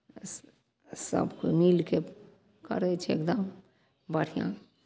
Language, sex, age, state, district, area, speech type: Maithili, female, 60+, Bihar, Madhepura, urban, spontaneous